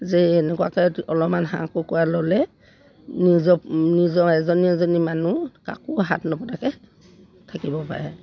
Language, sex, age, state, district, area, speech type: Assamese, female, 60+, Assam, Dibrugarh, rural, spontaneous